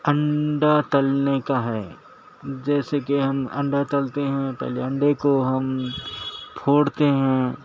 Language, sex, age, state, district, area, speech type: Urdu, male, 60+, Telangana, Hyderabad, urban, spontaneous